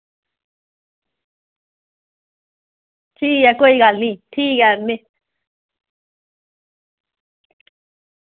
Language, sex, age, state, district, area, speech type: Dogri, female, 18-30, Jammu and Kashmir, Reasi, rural, conversation